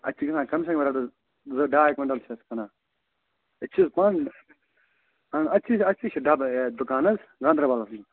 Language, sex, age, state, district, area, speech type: Kashmiri, male, 45-60, Jammu and Kashmir, Ganderbal, urban, conversation